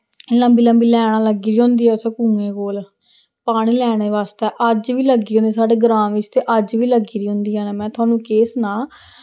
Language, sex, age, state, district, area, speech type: Dogri, female, 18-30, Jammu and Kashmir, Samba, rural, spontaneous